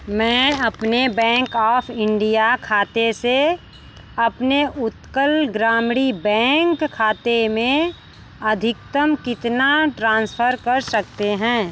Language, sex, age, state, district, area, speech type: Hindi, female, 45-60, Uttar Pradesh, Mirzapur, rural, read